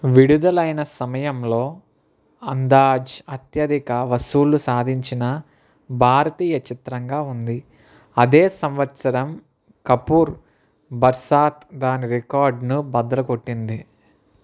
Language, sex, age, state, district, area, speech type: Telugu, male, 18-30, Andhra Pradesh, Kakinada, rural, read